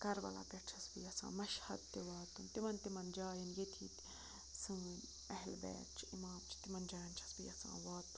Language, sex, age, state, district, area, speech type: Kashmiri, female, 18-30, Jammu and Kashmir, Budgam, rural, spontaneous